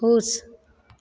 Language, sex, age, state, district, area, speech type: Maithili, female, 60+, Bihar, Begusarai, rural, read